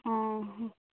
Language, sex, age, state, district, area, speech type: Odia, female, 18-30, Odisha, Nabarangpur, urban, conversation